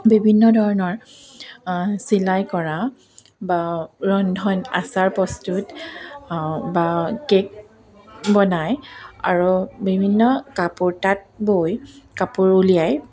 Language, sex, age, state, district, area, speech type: Assamese, female, 30-45, Assam, Dibrugarh, rural, spontaneous